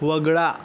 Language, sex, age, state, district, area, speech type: Marathi, male, 18-30, Maharashtra, Yavatmal, rural, read